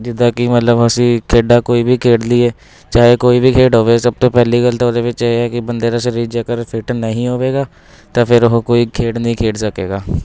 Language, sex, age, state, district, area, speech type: Punjabi, male, 18-30, Punjab, Shaheed Bhagat Singh Nagar, urban, spontaneous